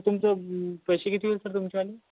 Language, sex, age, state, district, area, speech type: Marathi, male, 18-30, Maharashtra, Yavatmal, rural, conversation